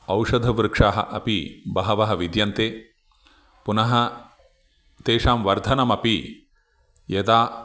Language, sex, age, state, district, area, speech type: Sanskrit, male, 45-60, Telangana, Ranga Reddy, urban, spontaneous